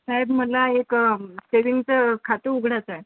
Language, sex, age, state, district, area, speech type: Marathi, female, 60+, Maharashtra, Nagpur, urban, conversation